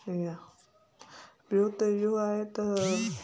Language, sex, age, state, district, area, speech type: Sindhi, female, 30-45, Gujarat, Kutch, urban, spontaneous